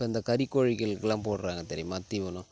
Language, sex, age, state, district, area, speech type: Tamil, male, 30-45, Tamil Nadu, Tiruchirappalli, rural, spontaneous